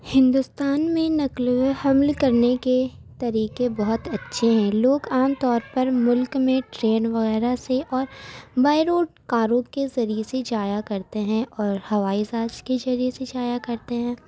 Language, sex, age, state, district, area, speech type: Urdu, female, 18-30, Uttar Pradesh, Gautam Buddha Nagar, rural, spontaneous